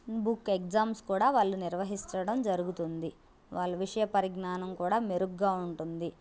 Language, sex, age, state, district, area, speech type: Telugu, female, 18-30, Andhra Pradesh, Bapatla, urban, spontaneous